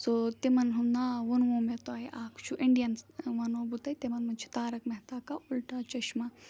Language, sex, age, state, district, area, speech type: Kashmiri, female, 18-30, Jammu and Kashmir, Ganderbal, rural, spontaneous